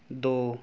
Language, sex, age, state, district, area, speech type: Punjabi, male, 18-30, Punjab, Rupnagar, urban, read